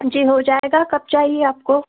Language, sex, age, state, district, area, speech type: Hindi, female, 30-45, Madhya Pradesh, Gwalior, rural, conversation